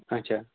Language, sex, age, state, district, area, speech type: Kashmiri, male, 30-45, Jammu and Kashmir, Kupwara, rural, conversation